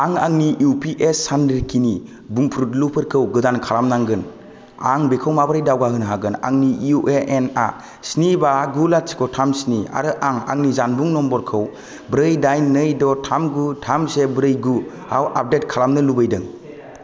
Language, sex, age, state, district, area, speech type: Bodo, male, 18-30, Assam, Kokrajhar, rural, read